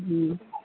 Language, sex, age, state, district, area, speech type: Urdu, female, 30-45, Delhi, North East Delhi, urban, conversation